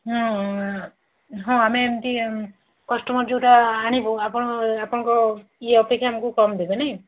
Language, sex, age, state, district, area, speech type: Odia, female, 60+, Odisha, Gajapati, rural, conversation